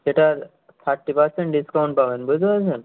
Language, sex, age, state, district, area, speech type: Bengali, male, 18-30, West Bengal, Uttar Dinajpur, urban, conversation